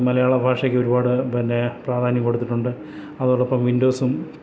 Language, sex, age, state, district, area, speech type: Malayalam, male, 60+, Kerala, Kollam, rural, spontaneous